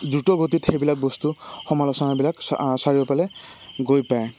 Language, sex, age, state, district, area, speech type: Assamese, male, 18-30, Assam, Goalpara, rural, spontaneous